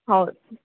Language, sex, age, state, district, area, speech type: Kannada, female, 18-30, Karnataka, Bangalore Urban, urban, conversation